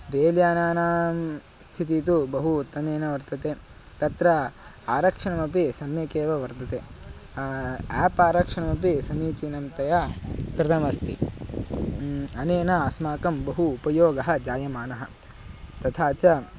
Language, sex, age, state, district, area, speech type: Sanskrit, male, 18-30, Karnataka, Haveri, rural, spontaneous